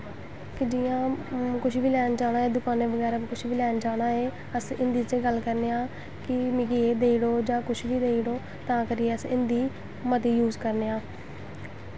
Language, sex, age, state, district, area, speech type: Dogri, female, 18-30, Jammu and Kashmir, Samba, rural, spontaneous